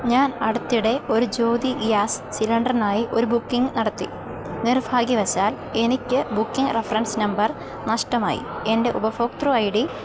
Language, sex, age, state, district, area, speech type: Malayalam, female, 18-30, Kerala, Idukki, rural, read